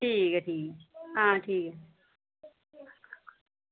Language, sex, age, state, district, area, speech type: Dogri, female, 30-45, Jammu and Kashmir, Udhampur, rural, conversation